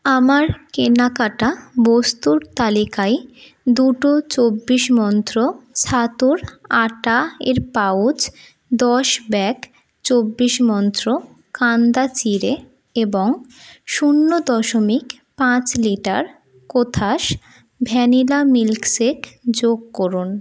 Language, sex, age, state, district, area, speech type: Bengali, female, 18-30, West Bengal, North 24 Parganas, urban, read